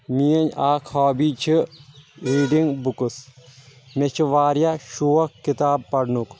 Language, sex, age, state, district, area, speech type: Kashmiri, male, 18-30, Jammu and Kashmir, Shopian, rural, spontaneous